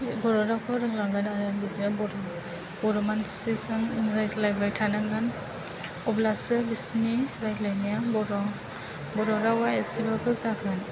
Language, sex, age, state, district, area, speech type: Bodo, female, 18-30, Assam, Chirang, urban, spontaneous